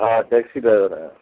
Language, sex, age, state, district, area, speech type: Sindhi, male, 60+, Gujarat, Kutch, rural, conversation